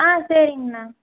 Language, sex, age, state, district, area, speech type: Tamil, female, 18-30, Tamil Nadu, Erode, rural, conversation